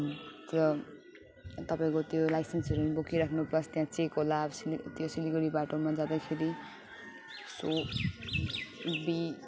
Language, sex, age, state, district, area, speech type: Nepali, female, 30-45, West Bengal, Alipurduar, urban, spontaneous